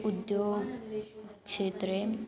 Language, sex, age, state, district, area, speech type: Sanskrit, female, 18-30, Maharashtra, Nagpur, urban, spontaneous